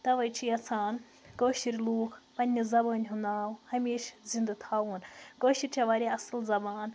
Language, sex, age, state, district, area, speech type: Kashmiri, female, 18-30, Jammu and Kashmir, Baramulla, rural, spontaneous